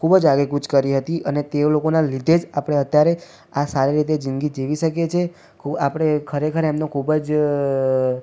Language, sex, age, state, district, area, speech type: Gujarati, male, 18-30, Gujarat, Ahmedabad, urban, spontaneous